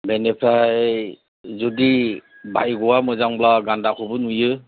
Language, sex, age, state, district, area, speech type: Bodo, male, 45-60, Assam, Chirang, rural, conversation